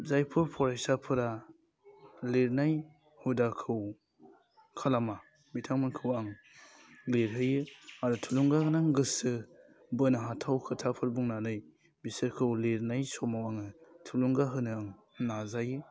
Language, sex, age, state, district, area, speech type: Bodo, male, 18-30, Assam, Udalguri, urban, spontaneous